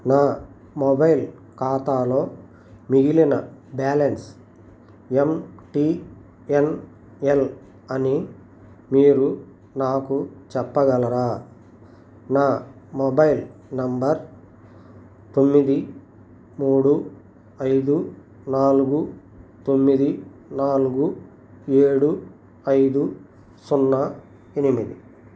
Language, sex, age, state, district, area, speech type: Telugu, male, 45-60, Andhra Pradesh, Krishna, rural, read